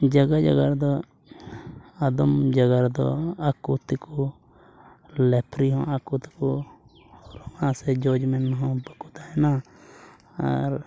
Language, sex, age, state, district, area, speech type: Santali, male, 18-30, Jharkhand, Pakur, rural, spontaneous